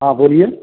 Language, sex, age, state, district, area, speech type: Hindi, male, 45-60, Bihar, Begusarai, rural, conversation